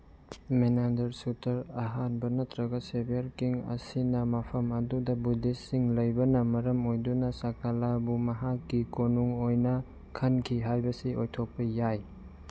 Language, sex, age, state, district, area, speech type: Manipuri, male, 30-45, Manipur, Churachandpur, rural, read